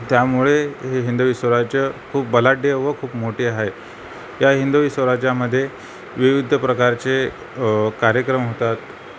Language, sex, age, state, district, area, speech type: Marathi, male, 45-60, Maharashtra, Nanded, rural, spontaneous